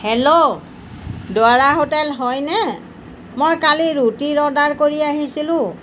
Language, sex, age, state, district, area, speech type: Assamese, female, 60+, Assam, Golaghat, urban, spontaneous